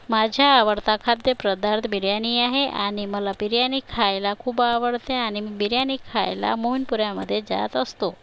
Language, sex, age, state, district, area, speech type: Marathi, female, 60+, Maharashtra, Nagpur, rural, spontaneous